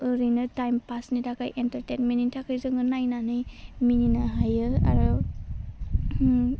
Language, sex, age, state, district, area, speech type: Bodo, female, 18-30, Assam, Udalguri, urban, spontaneous